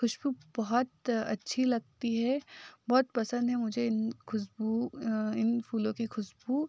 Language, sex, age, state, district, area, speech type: Hindi, female, 30-45, Madhya Pradesh, Betul, rural, spontaneous